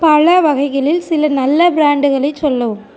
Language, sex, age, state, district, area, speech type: Tamil, female, 30-45, Tamil Nadu, Thoothukudi, rural, read